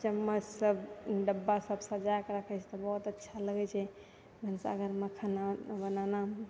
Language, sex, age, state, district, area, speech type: Maithili, female, 18-30, Bihar, Purnia, rural, spontaneous